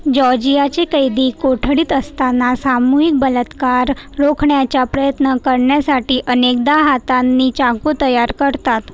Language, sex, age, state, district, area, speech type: Marathi, female, 30-45, Maharashtra, Nagpur, urban, read